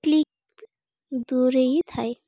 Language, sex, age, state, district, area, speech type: Odia, female, 18-30, Odisha, Balangir, urban, spontaneous